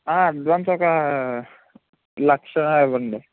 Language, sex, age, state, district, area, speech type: Telugu, male, 18-30, Andhra Pradesh, Konaseema, rural, conversation